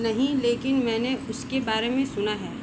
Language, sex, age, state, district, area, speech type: Hindi, female, 30-45, Uttar Pradesh, Mau, rural, read